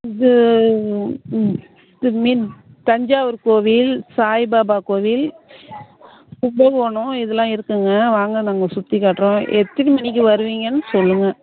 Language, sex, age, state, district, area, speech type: Tamil, female, 45-60, Tamil Nadu, Ariyalur, rural, conversation